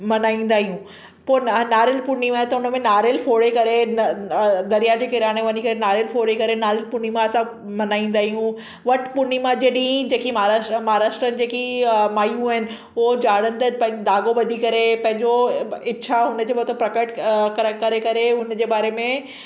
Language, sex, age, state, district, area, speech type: Sindhi, female, 30-45, Maharashtra, Mumbai Suburban, urban, spontaneous